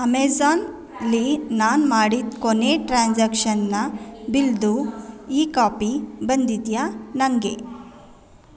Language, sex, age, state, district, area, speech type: Kannada, female, 30-45, Karnataka, Mandya, rural, read